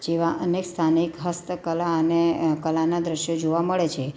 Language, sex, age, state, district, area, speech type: Gujarati, female, 30-45, Gujarat, Surat, urban, spontaneous